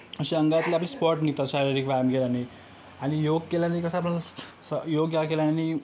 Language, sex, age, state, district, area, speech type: Marathi, male, 18-30, Maharashtra, Yavatmal, rural, spontaneous